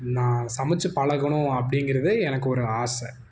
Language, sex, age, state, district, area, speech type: Tamil, male, 18-30, Tamil Nadu, Coimbatore, rural, spontaneous